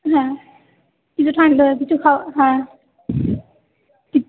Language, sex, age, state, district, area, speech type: Bengali, female, 30-45, West Bengal, Paschim Bardhaman, urban, conversation